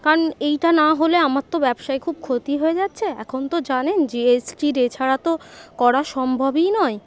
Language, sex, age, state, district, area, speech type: Bengali, female, 18-30, West Bengal, Darjeeling, urban, spontaneous